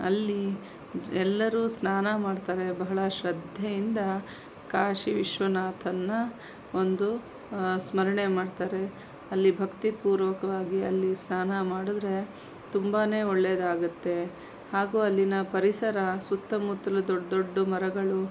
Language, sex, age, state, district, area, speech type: Kannada, female, 60+, Karnataka, Kolar, rural, spontaneous